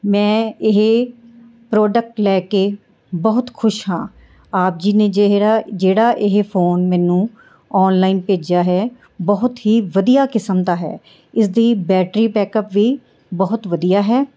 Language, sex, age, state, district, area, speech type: Punjabi, female, 45-60, Punjab, Mohali, urban, spontaneous